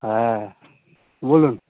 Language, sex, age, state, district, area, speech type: Bengali, male, 30-45, West Bengal, North 24 Parganas, urban, conversation